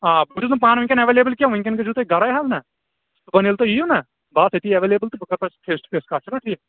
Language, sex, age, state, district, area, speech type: Kashmiri, male, 18-30, Jammu and Kashmir, Kulgam, rural, conversation